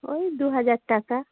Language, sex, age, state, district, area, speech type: Bengali, female, 30-45, West Bengal, Darjeeling, rural, conversation